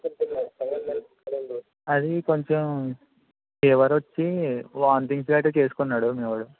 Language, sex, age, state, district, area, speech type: Telugu, male, 60+, Andhra Pradesh, East Godavari, rural, conversation